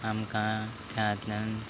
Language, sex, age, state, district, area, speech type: Goan Konkani, male, 30-45, Goa, Quepem, rural, spontaneous